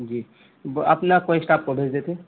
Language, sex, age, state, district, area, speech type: Urdu, male, 18-30, Bihar, Saharsa, rural, conversation